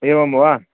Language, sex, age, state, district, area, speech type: Sanskrit, male, 45-60, Karnataka, Vijayapura, urban, conversation